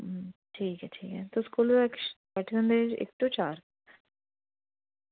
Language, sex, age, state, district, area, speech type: Dogri, female, 30-45, Jammu and Kashmir, Reasi, rural, conversation